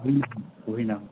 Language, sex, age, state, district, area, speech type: Assamese, male, 30-45, Assam, Sivasagar, urban, conversation